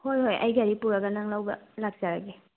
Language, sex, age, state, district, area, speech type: Manipuri, female, 30-45, Manipur, Thoubal, rural, conversation